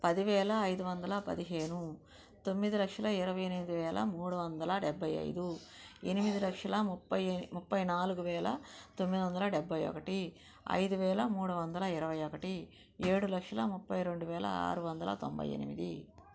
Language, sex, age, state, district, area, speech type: Telugu, female, 45-60, Andhra Pradesh, Nellore, rural, spontaneous